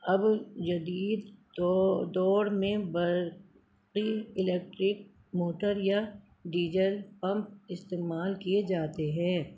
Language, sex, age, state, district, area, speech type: Urdu, female, 60+, Delhi, Central Delhi, urban, spontaneous